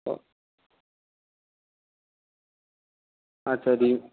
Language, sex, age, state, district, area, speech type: Bengali, male, 60+, West Bengal, Purba Medinipur, rural, conversation